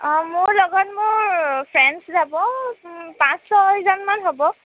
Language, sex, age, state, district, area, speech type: Assamese, female, 18-30, Assam, Kamrup Metropolitan, urban, conversation